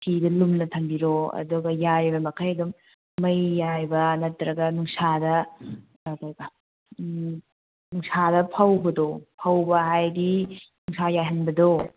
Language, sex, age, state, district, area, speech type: Manipuri, female, 30-45, Manipur, Kangpokpi, urban, conversation